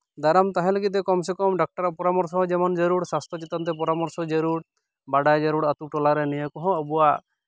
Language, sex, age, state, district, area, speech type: Santali, male, 30-45, West Bengal, Malda, rural, spontaneous